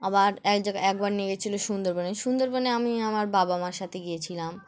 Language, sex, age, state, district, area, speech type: Bengali, female, 18-30, West Bengal, Dakshin Dinajpur, urban, spontaneous